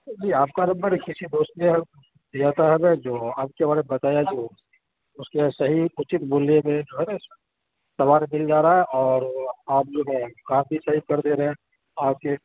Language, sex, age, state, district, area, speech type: Urdu, male, 30-45, Uttar Pradesh, Gautam Buddha Nagar, urban, conversation